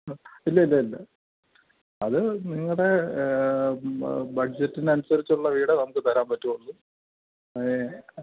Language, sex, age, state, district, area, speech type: Malayalam, male, 30-45, Kerala, Thiruvananthapuram, urban, conversation